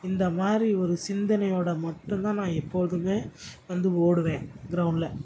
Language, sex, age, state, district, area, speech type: Tamil, male, 18-30, Tamil Nadu, Tiruchirappalli, rural, spontaneous